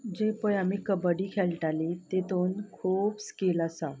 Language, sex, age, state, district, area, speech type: Goan Konkani, female, 30-45, Goa, Canacona, rural, spontaneous